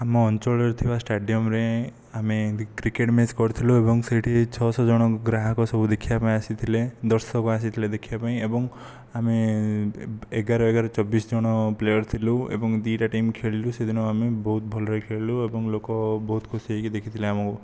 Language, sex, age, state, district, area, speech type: Odia, male, 18-30, Odisha, Kandhamal, rural, spontaneous